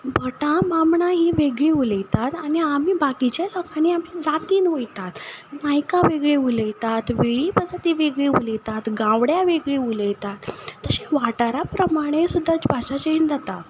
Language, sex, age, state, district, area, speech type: Goan Konkani, female, 30-45, Goa, Ponda, rural, spontaneous